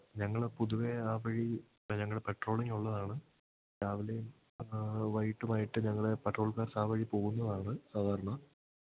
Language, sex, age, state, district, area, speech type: Malayalam, male, 18-30, Kerala, Idukki, rural, conversation